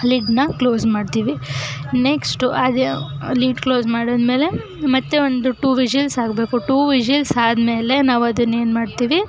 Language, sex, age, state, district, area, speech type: Kannada, female, 18-30, Karnataka, Chamarajanagar, urban, spontaneous